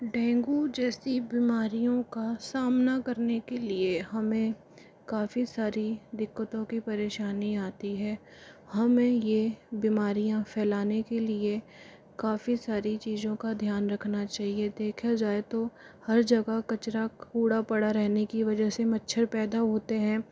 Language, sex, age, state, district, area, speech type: Hindi, female, 30-45, Rajasthan, Jaipur, urban, spontaneous